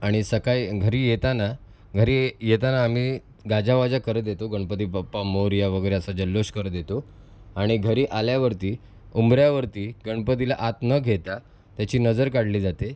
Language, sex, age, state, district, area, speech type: Marathi, male, 30-45, Maharashtra, Mumbai City, urban, spontaneous